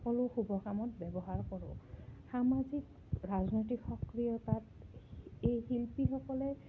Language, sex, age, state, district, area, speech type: Assamese, female, 30-45, Assam, Goalpara, urban, spontaneous